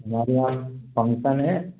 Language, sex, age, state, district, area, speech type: Hindi, male, 18-30, Madhya Pradesh, Gwalior, rural, conversation